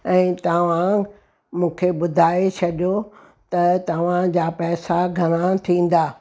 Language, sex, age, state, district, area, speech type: Sindhi, female, 60+, Gujarat, Surat, urban, spontaneous